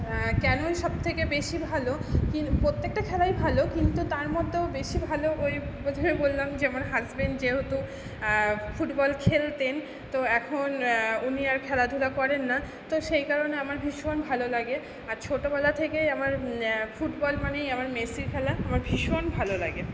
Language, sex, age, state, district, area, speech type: Bengali, female, 60+, West Bengal, Purba Bardhaman, urban, spontaneous